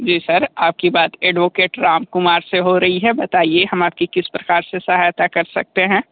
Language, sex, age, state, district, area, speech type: Hindi, male, 30-45, Uttar Pradesh, Sonbhadra, rural, conversation